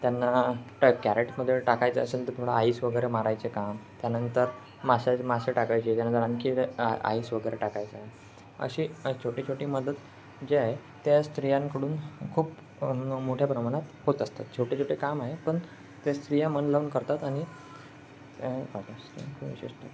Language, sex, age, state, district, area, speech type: Marathi, male, 18-30, Maharashtra, Ratnagiri, rural, spontaneous